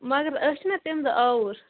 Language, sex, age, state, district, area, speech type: Kashmiri, female, 18-30, Jammu and Kashmir, Bandipora, rural, conversation